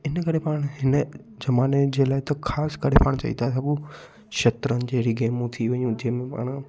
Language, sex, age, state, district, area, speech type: Sindhi, male, 18-30, Gujarat, Kutch, rural, spontaneous